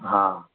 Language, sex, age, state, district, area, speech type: Gujarati, male, 45-60, Gujarat, Ahmedabad, urban, conversation